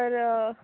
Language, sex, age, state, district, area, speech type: Marathi, female, 18-30, Maharashtra, Nagpur, urban, conversation